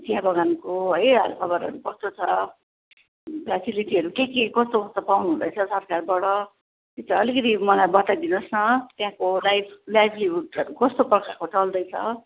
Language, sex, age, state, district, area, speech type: Nepali, female, 45-60, West Bengal, Jalpaiguri, urban, conversation